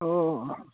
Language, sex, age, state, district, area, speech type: Maithili, male, 30-45, Bihar, Darbhanga, rural, conversation